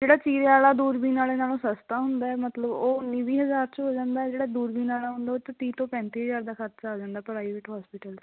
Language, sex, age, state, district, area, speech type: Punjabi, female, 18-30, Punjab, Fatehgarh Sahib, rural, conversation